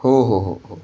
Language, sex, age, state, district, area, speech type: Marathi, male, 18-30, Maharashtra, Pune, urban, spontaneous